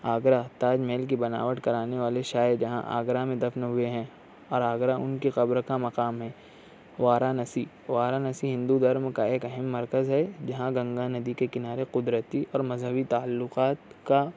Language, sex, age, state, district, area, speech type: Urdu, male, 45-60, Maharashtra, Nashik, urban, spontaneous